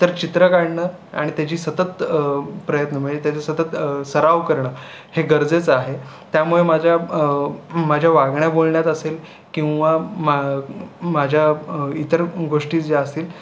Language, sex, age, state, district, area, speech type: Marathi, male, 18-30, Maharashtra, Raigad, rural, spontaneous